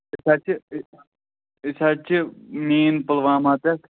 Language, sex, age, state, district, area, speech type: Kashmiri, male, 18-30, Jammu and Kashmir, Pulwama, rural, conversation